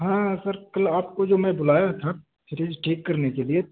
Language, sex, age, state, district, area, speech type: Urdu, male, 18-30, Uttar Pradesh, Balrampur, rural, conversation